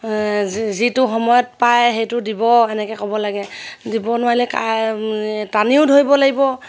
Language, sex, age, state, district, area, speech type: Assamese, female, 30-45, Assam, Sivasagar, rural, spontaneous